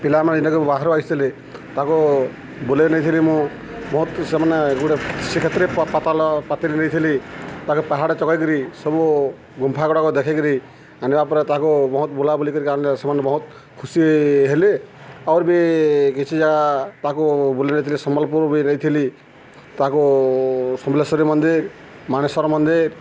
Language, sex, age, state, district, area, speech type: Odia, male, 45-60, Odisha, Subarnapur, urban, spontaneous